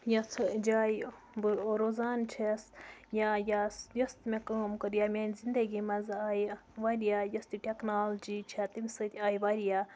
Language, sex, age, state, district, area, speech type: Kashmiri, female, 18-30, Jammu and Kashmir, Baramulla, rural, spontaneous